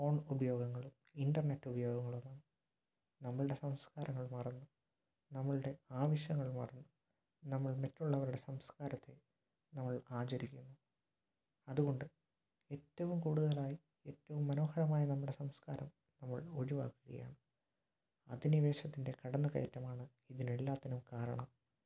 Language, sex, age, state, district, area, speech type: Malayalam, male, 18-30, Kerala, Kottayam, rural, spontaneous